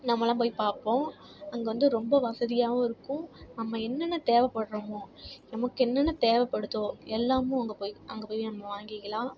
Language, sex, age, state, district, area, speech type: Tamil, female, 30-45, Tamil Nadu, Tiruvarur, rural, spontaneous